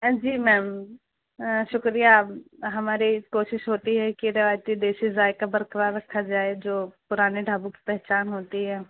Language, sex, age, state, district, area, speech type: Urdu, female, 18-30, Uttar Pradesh, Balrampur, rural, conversation